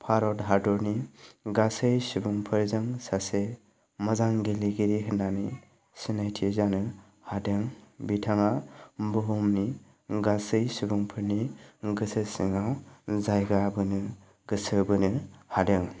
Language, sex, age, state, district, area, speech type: Bodo, male, 18-30, Assam, Chirang, rural, spontaneous